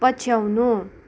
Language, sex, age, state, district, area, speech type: Nepali, female, 18-30, West Bengal, Kalimpong, rural, read